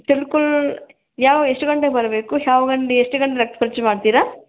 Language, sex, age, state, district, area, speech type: Kannada, female, 18-30, Karnataka, Bangalore Rural, rural, conversation